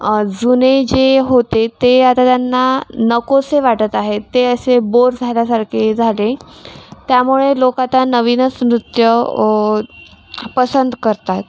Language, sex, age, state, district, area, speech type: Marathi, female, 18-30, Maharashtra, Washim, rural, spontaneous